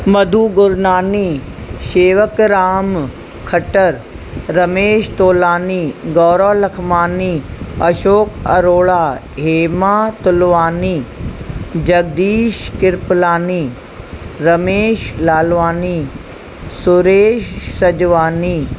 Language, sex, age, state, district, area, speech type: Sindhi, female, 45-60, Uttar Pradesh, Lucknow, urban, spontaneous